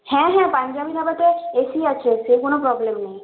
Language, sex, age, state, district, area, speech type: Bengali, female, 18-30, West Bengal, Purulia, rural, conversation